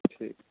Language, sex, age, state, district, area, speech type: Maithili, male, 18-30, Bihar, Darbhanga, rural, conversation